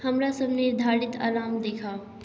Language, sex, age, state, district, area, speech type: Maithili, female, 18-30, Bihar, Darbhanga, rural, read